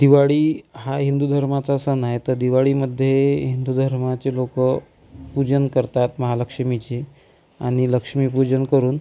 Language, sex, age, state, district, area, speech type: Marathi, female, 30-45, Maharashtra, Amravati, rural, spontaneous